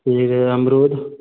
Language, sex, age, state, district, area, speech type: Hindi, male, 18-30, Bihar, Begusarai, rural, conversation